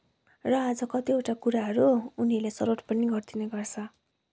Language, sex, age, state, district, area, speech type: Nepali, female, 18-30, West Bengal, Kalimpong, rural, spontaneous